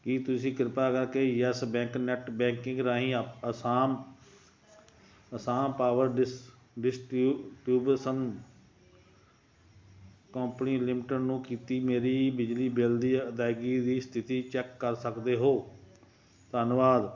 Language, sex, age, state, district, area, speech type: Punjabi, male, 60+, Punjab, Ludhiana, rural, read